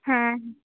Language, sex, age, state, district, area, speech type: Bengali, female, 30-45, West Bengal, Dakshin Dinajpur, rural, conversation